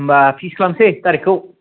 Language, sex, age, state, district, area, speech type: Bodo, male, 30-45, Assam, Baksa, urban, conversation